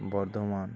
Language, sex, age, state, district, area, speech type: Santali, male, 30-45, West Bengal, Paschim Bardhaman, rural, spontaneous